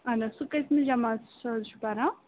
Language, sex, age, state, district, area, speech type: Kashmiri, female, 30-45, Jammu and Kashmir, Srinagar, urban, conversation